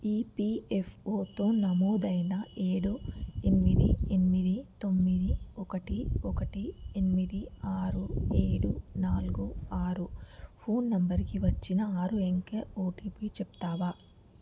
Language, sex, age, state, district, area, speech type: Telugu, female, 30-45, Telangana, Mancherial, rural, read